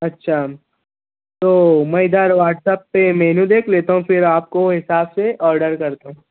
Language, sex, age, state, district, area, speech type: Urdu, male, 18-30, Maharashtra, Nashik, urban, conversation